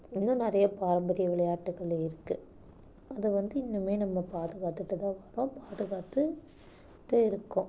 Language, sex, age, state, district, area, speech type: Tamil, female, 18-30, Tamil Nadu, Namakkal, rural, spontaneous